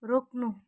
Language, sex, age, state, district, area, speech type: Nepali, female, 45-60, West Bengal, Kalimpong, rural, read